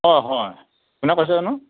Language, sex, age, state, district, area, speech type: Assamese, male, 60+, Assam, Dhemaji, rural, conversation